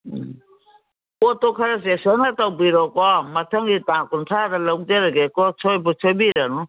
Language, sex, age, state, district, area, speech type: Manipuri, female, 60+, Manipur, Kangpokpi, urban, conversation